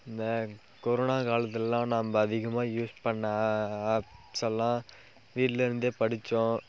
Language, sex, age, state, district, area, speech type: Tamil, male, 18-30, Tamil Nadu, Dharmapuri, rural, spontaneous